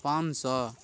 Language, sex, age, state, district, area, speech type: Maithili, male, 30-45, Bihar, Muzaffarpur, urban, spontaneous